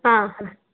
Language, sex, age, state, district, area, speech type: Kannada, female, 45-60, Karnataka, Chikkaballapur, rural, conversation